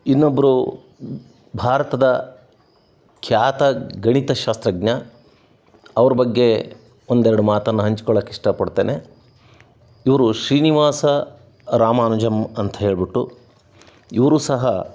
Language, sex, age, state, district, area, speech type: Kannada, male, 60+, Karnataka, Chitradurga, rural, spontaneous